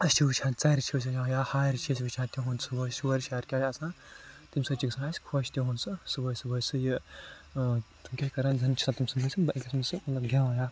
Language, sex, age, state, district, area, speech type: Kashmiri, male, 45-60, Jammu and Kashmir, Srinagar, urban, spontaneous